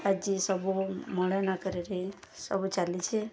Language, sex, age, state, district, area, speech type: Odia, female, 18-30, Odisha, Subarnapur, urban, spontaneous